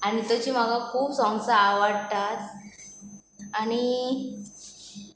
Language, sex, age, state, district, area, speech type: Goan Konkani, female, 18-30, Goa, Pernem, rural, spontaneous